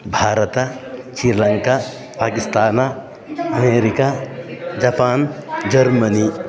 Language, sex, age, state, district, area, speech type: Sanskrit, male, 30-45, Karnataka, Dakshina Kannada, urban, spontaneous